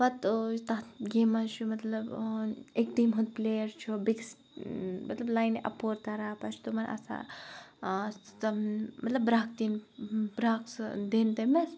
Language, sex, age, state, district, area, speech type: Kashmiri, female, 18-30, Jammu and Kashmir, Baramulla, rural, spontaneous